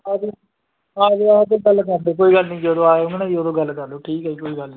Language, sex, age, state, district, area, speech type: Punjabi, male, 45-60, Punjab, Muktsar, urban, conversation